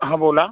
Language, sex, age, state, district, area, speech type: Marathi, other, 18-30, Maharashtra, Buldhana, rural, conversation